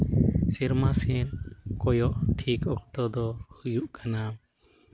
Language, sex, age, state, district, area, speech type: Santali, male, 45-60, Jharkhand, East Singhbhum, rural, spontaneous